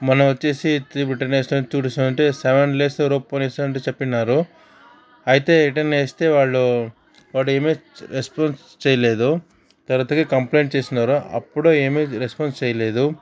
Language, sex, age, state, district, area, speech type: Telugu, male, 45-60, Andhra Pradesh, Sri Balaji, rural, spontaneous